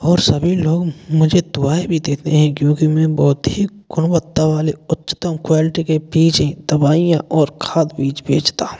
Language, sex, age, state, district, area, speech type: Hindi, male, 18-30, Rajasthan, Bharatpur, rural, spontaneous